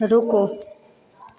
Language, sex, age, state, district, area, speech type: Hindi, female, 18-30, Bihar, Begusarai, rural, read